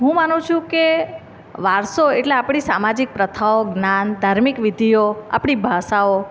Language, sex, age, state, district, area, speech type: Gujarati, female, 30-45, Gujarat, Surat, urban, spontaneous